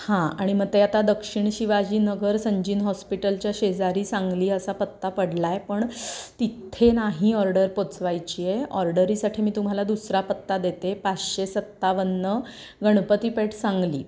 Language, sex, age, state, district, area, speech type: Marathi, female, 30-45, Maharashtra, Sangli, urban, spontaneous